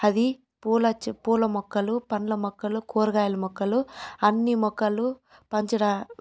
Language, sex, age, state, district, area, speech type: Telugu, female, 30-45, Andhra Pradesh, Chittoor, rural, spontaneous